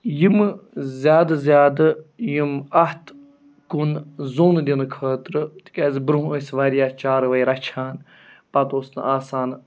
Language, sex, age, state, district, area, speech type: Kashmiri, male, 18-30, Jammu and Kashmir, Budgam, rural, spontaneous